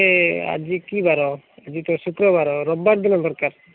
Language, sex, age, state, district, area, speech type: Odia, male, 45-60, Odisha, Malkangiri, urban, conversation